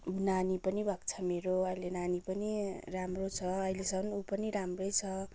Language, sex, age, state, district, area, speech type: Nepali, female, 30-45, West Bengal, Kalimpong, rural, spontaneous